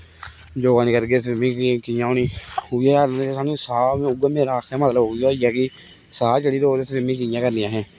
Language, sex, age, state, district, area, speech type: Dogri, male, 18-30, Jammu and Kashmir, Kathua, rural, spontaneous